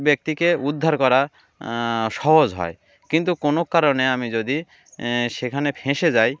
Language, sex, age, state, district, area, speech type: Bengali, male, 30-45, West Bengal, Uttar Dinajpur, urban, spontaneous